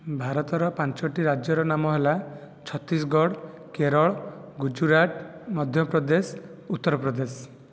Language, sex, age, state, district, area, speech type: Odia, male, 18-30, Odisha, Jajpur, rural, spontaneous